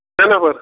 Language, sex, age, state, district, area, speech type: Kashmiri, male, 30-45, Jammu and Kashmir, Bandipora, rural, conversation